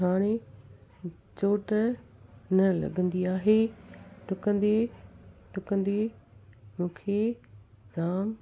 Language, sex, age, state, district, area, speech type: Sindhi, female, 60+, Gujarat, Kutch, urban, spontaneous